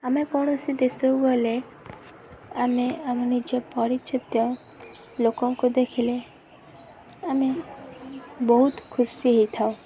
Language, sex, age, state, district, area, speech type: Odia, female, 18-30, Odisha, Kendrapara, urban, spontaneous